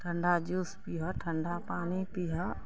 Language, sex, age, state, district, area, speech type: Maithili, female, 45-60, Bihar, Araria, rural, spontaneous